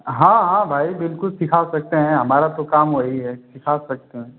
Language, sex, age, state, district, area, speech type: Hindi, male, 30-45, Uttar Pradesh, Ghazipur, rural, conversation